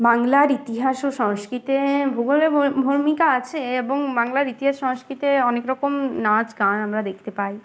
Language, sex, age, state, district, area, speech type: Bengali, female, 18-30, West Bengal, Uttar Dinajpur, urban, spontaneous